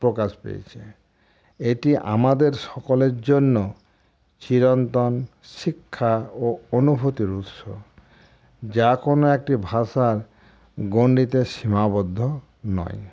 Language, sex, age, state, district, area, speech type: Bengali, male, 60+, West Bengal, Murshidabad, rural, spontaneous